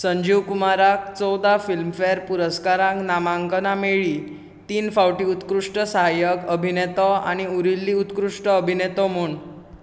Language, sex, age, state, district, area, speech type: Goan Konkani, male, 18-30, Goa, Bardez, rural, read